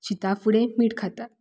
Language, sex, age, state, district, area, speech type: Goan Konkani, female, 30-45, Goa, Tiswadi, rural, spontaneous